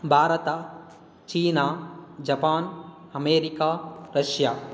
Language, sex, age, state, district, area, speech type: Kannada, male, 18-30, Karnataka, Kolar, rural, spontaneous